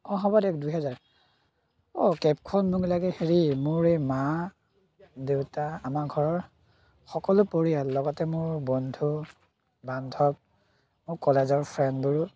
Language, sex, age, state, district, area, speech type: Assamese, male, 30-45, Assam, Biswanath, rural, spontaneous